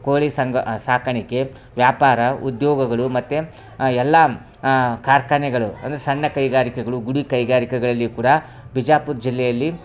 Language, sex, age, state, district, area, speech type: Kannada, male, 30-45, Karnataka, Vijayapura, rural, spontaneous